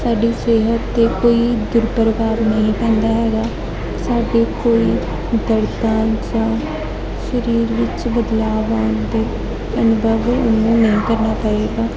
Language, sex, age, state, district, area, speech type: Punjabi, female, 18-30, Punjab, Gurdaspur, urban, spontaneous